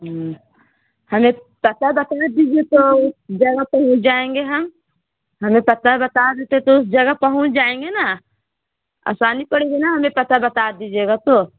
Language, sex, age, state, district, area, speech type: Urdu, female, 30-45, Bihar, Gaya, urban, conversation